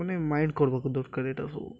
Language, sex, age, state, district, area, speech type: Odia, male, 18-30, Odisha, Malkangiri, urban, spontaneous